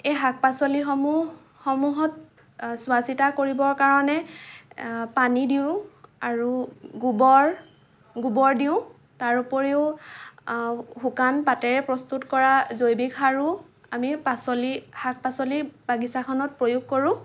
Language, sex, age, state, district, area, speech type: Assamese, female, 18-30, Assam, Lakhimpur, rural, spontaneous